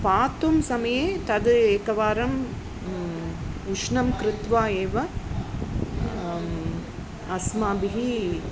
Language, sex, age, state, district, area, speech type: Sanskrit, female, 45-60, Tamil Nadu, Chennai, urban, spontaneous